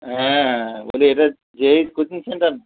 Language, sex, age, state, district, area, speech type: Bengali, male, 45-60, West Bengal, Dakshin Dinajpur, rural, conversation